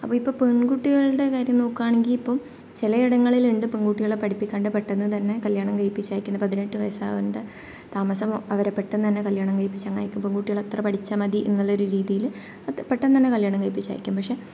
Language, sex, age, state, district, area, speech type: Malayalam, female, 18-30, Kerala, Kannur, rural, spontaneous